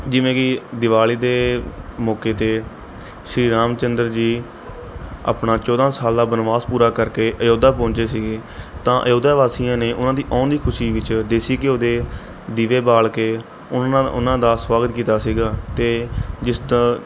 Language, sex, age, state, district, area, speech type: Punjabi, male, 18-30, Punjab, Mohali, rural, spontaneous